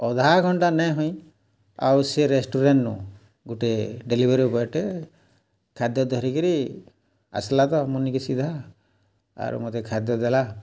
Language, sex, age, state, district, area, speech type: Odia, male, 45-60, Odisha, Bargarh, urban, spontaneous